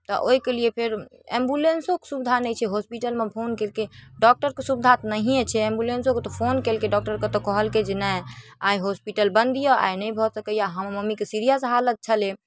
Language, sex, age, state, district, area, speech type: Maithili, female, 18-30, Bihar, Darbhanga, rural, spontaneous